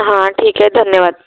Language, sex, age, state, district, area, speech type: Marathi, female, 30-45, Maharashtra, Wardha, rural, conversation